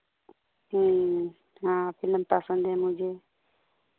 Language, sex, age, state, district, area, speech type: Hindi, female, 45-60, Uttar Pradesh, Pratapgarh, rural, conversation